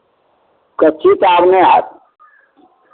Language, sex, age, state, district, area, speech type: Maithili, male, 60+, Bihar, Madhepura, rural, conversation